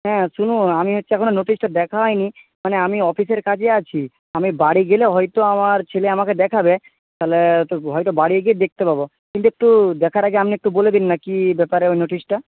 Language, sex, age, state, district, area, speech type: Bengali, male, 18-30, West Bengal, Jhargram, rural, conversation